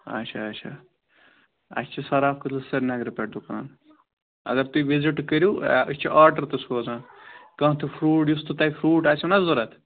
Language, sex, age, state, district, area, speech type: Kashmiri, male, 30-45, Jammu and Kashmir, Srinagar, urban, conversation